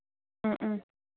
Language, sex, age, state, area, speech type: Manipuri, female, 30-45, Manipur, urban, conversation